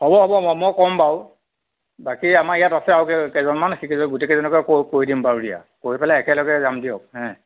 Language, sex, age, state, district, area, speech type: Assamese, male, 30-45, Assam, Nagaon, rural, conversation